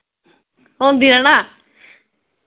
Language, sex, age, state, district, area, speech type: Dogri, female, 18-30, Jammu and Kashmir, Reasi, rural, conversation